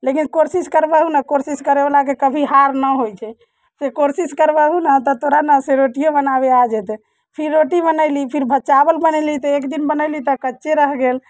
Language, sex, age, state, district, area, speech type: Maithili, female, 30-45, Bihar, Muzaffarpur, rural, spontaneous